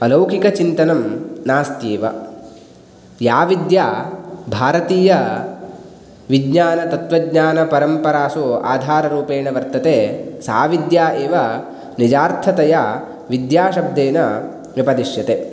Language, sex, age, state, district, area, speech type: Sanskrit, male, 18-30, Karnataka, Uttara Kannada, rural, spontaneous